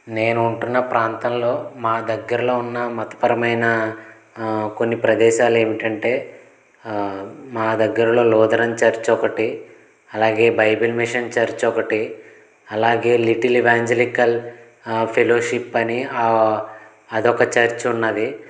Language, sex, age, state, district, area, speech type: Telugu, male, 18-30, Andhra Pradesh, Konaseema, rural, spontaneous